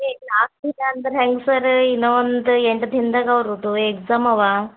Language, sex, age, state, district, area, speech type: Kannada, female, 30-45, Karnataka, Bidar, urban, conversation